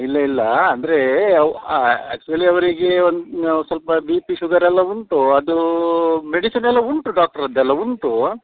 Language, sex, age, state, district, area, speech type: Kannada, male, 45-60, Karnataka, Udupi, rural, conversation